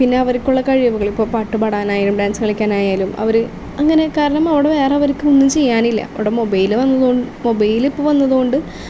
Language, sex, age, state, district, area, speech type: Malayalam, female, 18-30, Kerala, Thrissur, rural, spontaneous